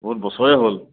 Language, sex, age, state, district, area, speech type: Assamese, male, 30-45, Assam, Tinsukia, urban, conversation